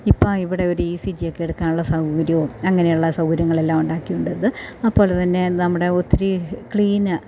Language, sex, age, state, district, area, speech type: Malayalam, female, 45-60, Kerala, Thiruvananthapuram, rural, spontaneous